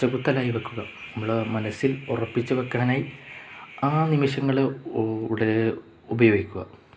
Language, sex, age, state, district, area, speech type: Malayalam, male, 18-30, Kerala, Kozhikode, rural, spontaneous